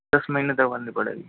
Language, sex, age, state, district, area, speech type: Hindi, male, 30-45, Rajasthan, Karauli, rural, conversation